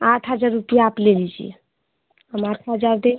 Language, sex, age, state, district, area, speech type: Hindi, female, 30-45, Uttar Pradesh, Ghazipur, rural, conversation